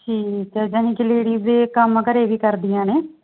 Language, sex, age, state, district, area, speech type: Punjabi, female, 30-45, Punjab, Muktsar, urban, conversation